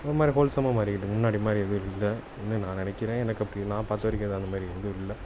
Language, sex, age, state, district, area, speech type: Tamil, male, 18-30, Tamil Nadu, Salem, rural, spontaneous